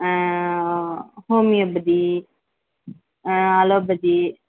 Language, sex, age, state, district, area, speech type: Tamil, female, 30-45, Tamil Nadu, Chengalpattu, urban, conversation